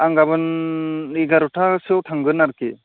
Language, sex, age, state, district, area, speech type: Bodo, male, 30-45, Assam, Chirang, rural, conversation